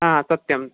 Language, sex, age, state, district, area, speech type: Sanskrit, male, 30-45, Karnataka, Bangalore Urban, urban, conversation